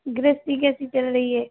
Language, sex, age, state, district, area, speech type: Hindi, female, 30-45, Rajasthan, Jodhpur, urban, conversation